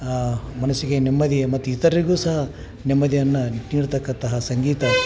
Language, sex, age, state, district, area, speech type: Kannada, male, 45-60, Karnataka, Dharwad, urban, spontaneous